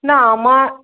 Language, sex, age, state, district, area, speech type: Bengali, female, 45-60, West Bengal, Paschim Bardhaman, rural, conversation